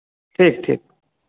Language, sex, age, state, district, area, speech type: Hindi, male, 18-30, Bihar, Vaishali, rural, conversation